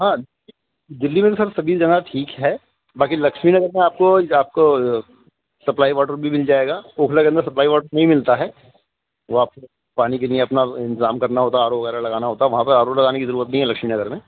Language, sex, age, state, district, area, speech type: Urdu, male, 45-60, Delhi, East Delhi, urban, conversation